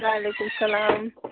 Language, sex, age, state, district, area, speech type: Kashmiri, female, 18-30, Jammu and Kashmir, Pulwama, rural, conversation